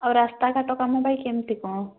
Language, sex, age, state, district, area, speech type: Odia, female, 18-30, Odisha, Mayurbhanj, rural, conversation